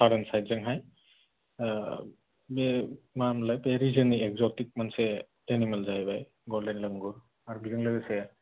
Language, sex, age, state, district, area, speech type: Bodo, male, 18-30, Assam, Kokrajhar, rural, conversation